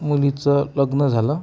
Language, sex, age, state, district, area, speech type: Marathi, female, 30-45, Maharashtra, Amravati, rural, spontaneous